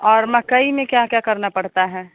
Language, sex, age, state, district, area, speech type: Hindi, female, 30-45, Bihar, Samastipur, rural, conversation